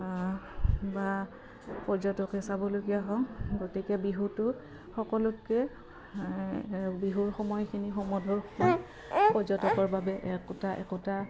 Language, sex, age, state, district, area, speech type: Assamese, female, 30-45, Assam, Udalguri, rural, spontaneous